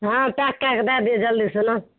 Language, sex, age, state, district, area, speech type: Maithili, female, 60+, Bihar, Saharsa, rural, conversation